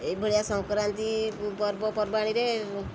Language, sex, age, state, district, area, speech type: Odia, female, 45-60, Odisha, Kendrapara, urban, spontaneous